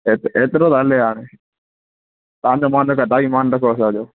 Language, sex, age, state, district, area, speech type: Sindhi, male, 18-30, Gujarat, Kutch, urban, conversation